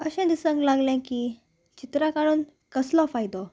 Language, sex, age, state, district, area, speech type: Goan Konkani, female, 18-30, Goa, Salcete, rural, spontaneous